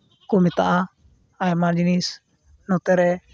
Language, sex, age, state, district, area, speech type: Santali, male, 18-30, West Bengal, Uttar Dinajpur, rural, spontaneous